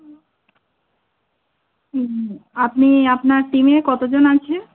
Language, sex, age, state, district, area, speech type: Bengali, female, 18-30, West Bengal, Birbhum, urban, conversation